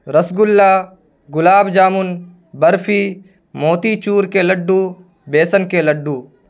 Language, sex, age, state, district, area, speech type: Urdu, male, 18-30, Bihar, Purnia, rural, spontaneous